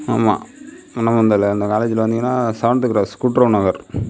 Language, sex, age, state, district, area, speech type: Tamil, male, 30-45, Tamil Nadu, Mayiladuthurai, rural, spontaneous